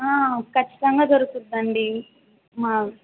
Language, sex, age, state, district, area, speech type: Telugu, female, 18-30, Andhra Pradesh, Kadapa, rural, conversation